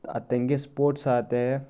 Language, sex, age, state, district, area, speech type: Goan Konkani, male, 18-30, Goa, Salcete, rural, spontaneous